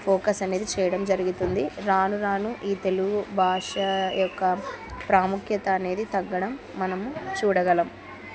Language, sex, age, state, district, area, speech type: Telugu, female, 45-60, Andhra Pradesh, Kurnool, rural, spontaneous